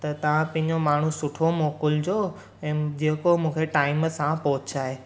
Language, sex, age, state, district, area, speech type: Sindhi, male, 18-30, Gujarat, Surat, urban, spontaneous